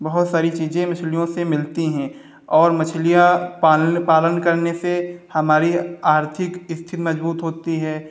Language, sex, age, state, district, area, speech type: Hindi, male, 30-45, Uttar Pradesh, Hardoi, rural, spontaneous